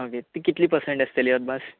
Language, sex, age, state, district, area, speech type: Goan Konkani, male, 18-30, Goa, Bardez, rural, conversation